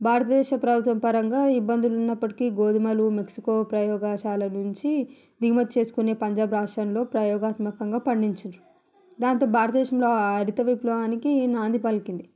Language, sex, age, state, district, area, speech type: Telugu, female, 45-60, Telangana, Hyderabad, rural, spontaneous